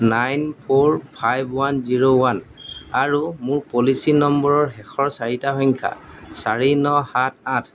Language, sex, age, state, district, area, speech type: Assamese, male, 30-45, Assam, Golaghat, urban, read